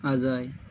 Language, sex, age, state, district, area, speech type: Bengali, male, 18-30, West Bengal, Birbhum, urban, spontaneous